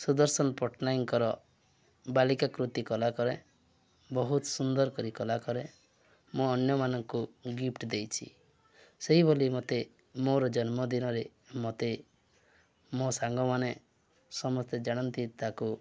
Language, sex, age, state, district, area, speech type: Odia, male, 45-60, Odisha, Nuapada, rural, spontaneous